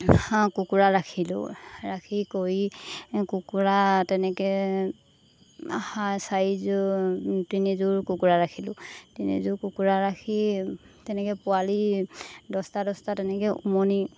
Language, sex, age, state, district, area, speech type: Assamese, female, 30-45, Assam, Golaghat, urban, spontaneous